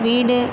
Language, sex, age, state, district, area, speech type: Tamil, female, 18-30, Tamil Nadu, Perambalur, urban, read